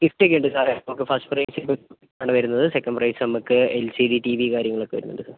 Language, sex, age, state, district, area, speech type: Malayalam, male, 30-45, Kerala, Wayanad, rural, conversation